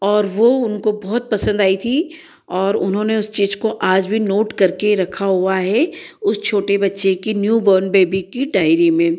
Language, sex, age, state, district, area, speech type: Hindi, female, 45-60, Madhya Pradesh, Ujjain, urban, spontaneous